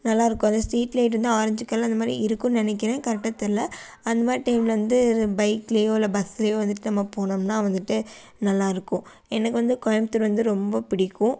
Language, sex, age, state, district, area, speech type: Tamil, female, 18-30, Tamil Nadu, Coimbatore, urban, spontaneous